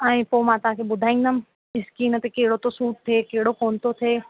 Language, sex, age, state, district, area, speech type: Sindhi, female, 18-30, Rajasthan, Ajmer, urban, conversation